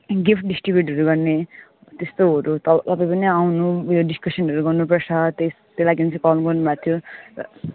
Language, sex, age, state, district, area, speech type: Nepali, female, 30-45, West Bengal, Alipurduar, urban, conversation